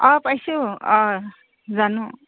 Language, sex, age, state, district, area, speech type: Assamese, female, 30-45, Assam, Barpeta, rural, conversation